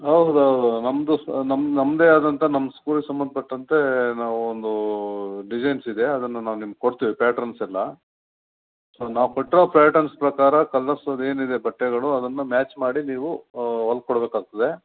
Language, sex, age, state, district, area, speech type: Kannada, male, 45-60, Karnataka, Bangalore Urban, urban, conversation